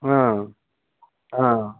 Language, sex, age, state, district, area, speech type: Telugu, male, 60+, Andhra Pradesh, Guntur, urban, conversation